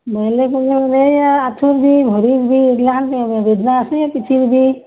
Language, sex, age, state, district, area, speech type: Assamese, female, 60+, Assam, Barpeta, rural, conversation